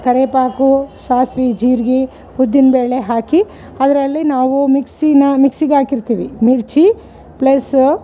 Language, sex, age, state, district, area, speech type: Kannada, female, 45-60, Karnataka, Bellary, rural, spontaneous